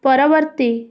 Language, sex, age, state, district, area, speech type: Odia, female, 18-30, Odisha, Bhadrak, rural, read